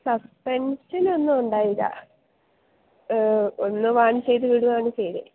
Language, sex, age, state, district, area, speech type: Malayalam, female, 18-30, Kerala, Idukki, rural, conversation